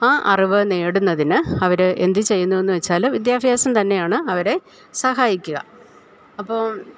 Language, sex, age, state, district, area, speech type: Malayalam, female, 60+, Kerala, Idukki, rural, spontaneous